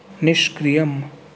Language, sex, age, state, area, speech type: Sanskrit, male, 45-60, Rajasthan, rural, read